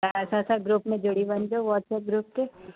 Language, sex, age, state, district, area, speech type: Sindhi, female, 30-45, Uttar Pradesh, Lucknow, urban, conversation